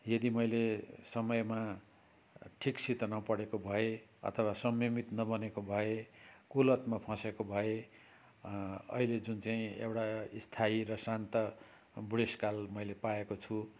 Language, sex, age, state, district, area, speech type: Nepali, male, 60+, West Bengal, Kalimpong, rural, spontaneous